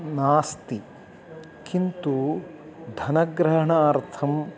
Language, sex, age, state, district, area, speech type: Sanskrit, male, 60+, Karnataka, Uttara Kannada, urban, spontaneous